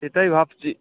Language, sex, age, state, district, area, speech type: Bengali, male, 30-45, West Bengal, Kolkata, urban, conversation